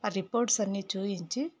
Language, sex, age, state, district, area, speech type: Telugu, female, 45-60, Telangana, Peddapalli, urban, spontaneous